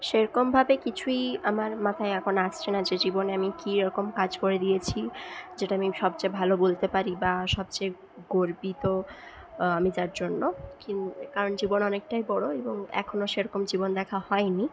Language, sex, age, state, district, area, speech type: Bengali, female, 30-45, West Bengal, Purulia, rural, spontaneous